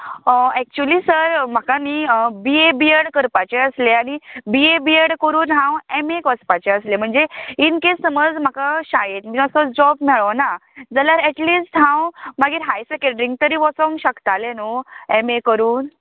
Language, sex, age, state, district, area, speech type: Goan Konkani, female, 18-30, Goa, Tiswadi, rural, conversation